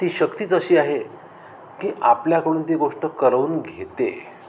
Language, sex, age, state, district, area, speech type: Marathi, male, 45-60, Maharashtra, Amravati, rural, spontaneous